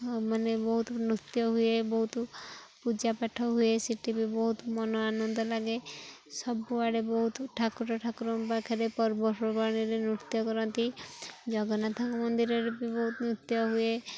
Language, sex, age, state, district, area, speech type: Odia, female, 18-30, Odisha, Jagatsinghpur, rural, spontaneous